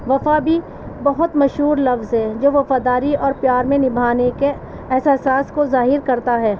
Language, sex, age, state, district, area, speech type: Urdu, female, 45-60, Delhi, East Delhi, urban, spontaneous